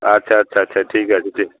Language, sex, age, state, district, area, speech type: Assamese, male, 60+, Assam, Udalguri, rural, conversation